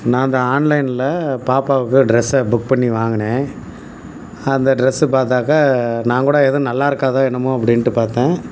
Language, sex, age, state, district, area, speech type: Tamil, male, 60+, Tamil Nadu, Tiruchirappalli, rural, spontaneous